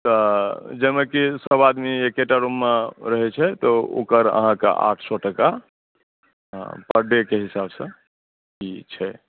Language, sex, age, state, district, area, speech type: Maithili, male, 30-45, Bihar, Supaul, rural, conversation